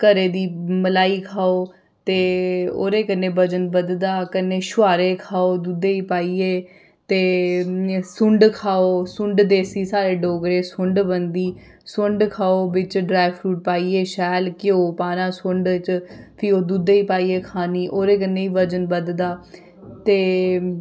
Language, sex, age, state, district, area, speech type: Dogri, female, 30-45, Jammu and Kashmir, Reasi, rural, spontaneous